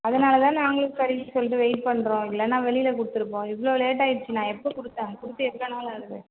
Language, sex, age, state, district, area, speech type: Tamil, female, 45-60, Tamil Nadu, Cuddalore, rural, conversation